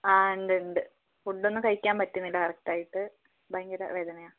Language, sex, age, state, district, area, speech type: Malayalam, female, 18-30, Kerala, Wayanad, rural, conversation